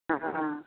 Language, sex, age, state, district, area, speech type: Maithili, female, 45-60, Bihar, Samastipur, rural, conversation